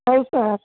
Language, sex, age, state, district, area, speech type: Kannada, male, 18-30, Karnataka, Chamarajanagar, rural, conversation